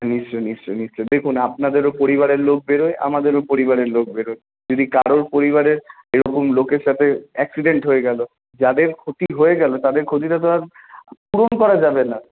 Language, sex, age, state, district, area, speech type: Bengali, male, 18-30, West Bengal, Paschim Bardhaman, urban, conversation